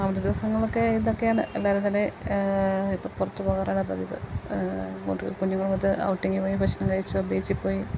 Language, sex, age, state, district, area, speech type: Malayalam, female, 45-60, Kerala, Kottayam, rural, spontaneous